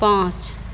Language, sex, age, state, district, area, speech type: Hindi, female, 45-60, Bihar, Begusarai, rural, read